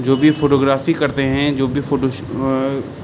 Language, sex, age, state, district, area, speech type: Urdu, male, 18-30, Uttar Pradesh, Shahjahanpur, urban, spontaneous